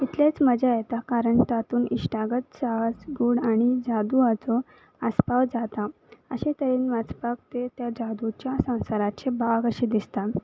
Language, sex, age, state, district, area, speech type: Goan Konkani, female, 18-30, Goa, Salcete, rural, spontaneous